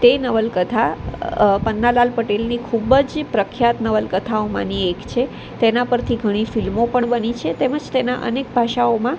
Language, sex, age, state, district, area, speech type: Gujarati, female, 18-30, Gujarat, Anand, urban, spontaneous